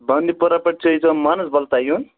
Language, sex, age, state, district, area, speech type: Kashmiri, male, 30-45, Jammu and Kashmir, Bandipora, rural, conversation